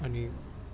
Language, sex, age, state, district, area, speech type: Nepali, male, 18-30, West Bengal, Darjeeling, rural, spontaneous